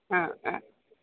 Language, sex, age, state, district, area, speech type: Gujarati, female, 60+, Gujarat, Ahmedabad, urban, conversation